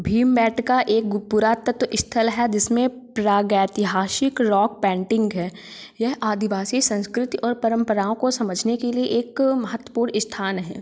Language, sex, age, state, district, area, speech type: Hindi, female, 18-30, Madhya Pradesh, Ujjain, urban, spontaneous